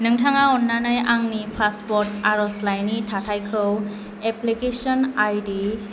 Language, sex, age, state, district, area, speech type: Bodo, female, 18-30, Assam, Kokrajhar, urban, read